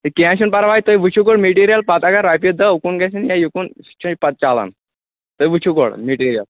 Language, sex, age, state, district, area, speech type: Kashmiri, male, 18-30, Jammu and Kashmir, Kulgam, rural, conversation